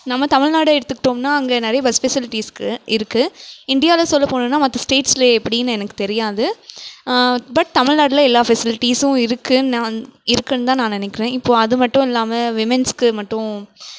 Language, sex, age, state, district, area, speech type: Tamil, female, 18-30, Tamil Nadu, Krishnagiri, rural, spontaneous